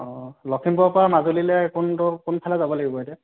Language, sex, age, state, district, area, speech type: Assamese, male, 18-30, Assam, Lakhimpur, rural, conversation